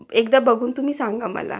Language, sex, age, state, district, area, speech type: Marathi, female, 45-60, Maharashtra, Akola, urban, spontaneous